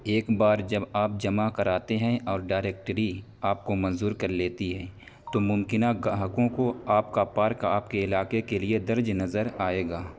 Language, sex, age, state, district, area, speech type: Urdu, male, 18-30, Uttar Pradesh, Saharanpur, urban, read